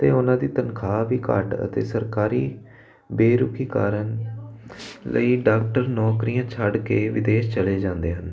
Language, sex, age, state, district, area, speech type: Punjabi, male, 18-30, Punjab, Jalandhar, urban, spontaneous